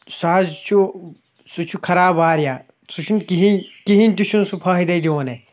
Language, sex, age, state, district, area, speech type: Kashmiri, male, 18-30, Jammu and Kashmir, Kulgam, rural, spontaneous